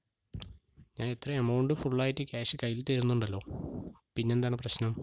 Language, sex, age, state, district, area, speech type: Malayalam, male, 30-45, Kerala, Palakkad, rural, spontaneous